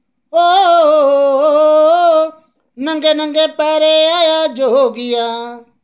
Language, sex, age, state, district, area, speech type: Dogri, male, 30-45, Jammu and Kashmir, Reasi, rural, spontaneous